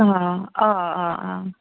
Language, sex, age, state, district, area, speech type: Kashmiri, female, 45-60, Jammu and Kashmir, Budgam, rural, conversation